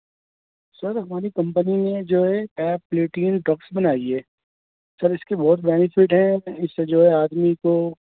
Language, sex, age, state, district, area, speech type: Urdu, male, 30-45, Delhi, North East Delhi, urban, conversation